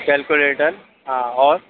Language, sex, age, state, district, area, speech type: Hindi, male, 30-45, Madhya Pradesh, Hoshangabad, rural, conversation